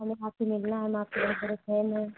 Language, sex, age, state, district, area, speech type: Hindi, female, 30-45, Uttar Pradesh, Ayodhya, rural, conversation